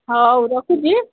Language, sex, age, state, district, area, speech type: Odia, female, 60+, Odisha, Gajapati, rural, conversation